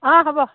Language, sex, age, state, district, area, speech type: Assamese, female, 45-60, Assam, Dhemaji, urban, conversation